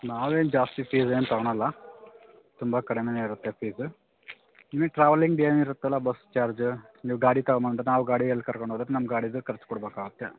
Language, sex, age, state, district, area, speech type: Kannada, male, 45-60, Karnataka, Davanagere, urban, conversation